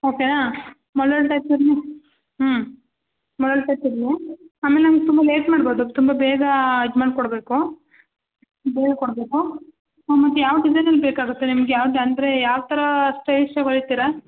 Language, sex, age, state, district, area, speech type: Kannada, female, 30-45, Karnataka, Hassan, urban, conversation